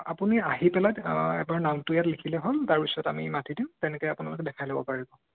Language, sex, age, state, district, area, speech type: Assamese, male, 18-30, Assam, Sonitpur, rural, conversation